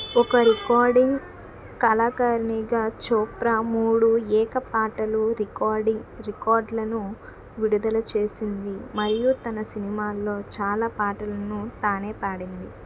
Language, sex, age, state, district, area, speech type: Telugu, female, 18-30, Andhra Pradesh, Krishna, urban, read